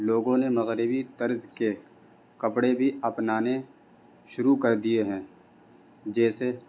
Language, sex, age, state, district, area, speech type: Urdu, male, 18-30, Delhi, North East Delhi, urban, spontaneous